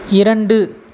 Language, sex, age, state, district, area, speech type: Tamil, male, 18-30, Tamil Nadu, Tiruvannamalai, urban, read